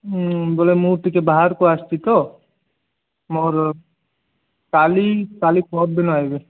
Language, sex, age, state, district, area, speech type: Odia, male, 18-30, Odisha, Malkangiri, urban, conversation